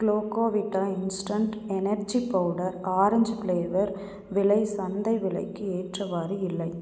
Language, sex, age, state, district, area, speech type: Tamil, female, 30-45, Tamil Nadu, Tiruppur, rural, read